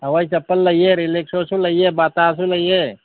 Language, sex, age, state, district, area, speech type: Manipuri, male, 45-60, Manipur, Imphal East, rural, conversation